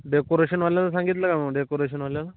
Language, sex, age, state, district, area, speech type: Marathi, male, 18-30, Maharashtra, Amravati, urban, conversation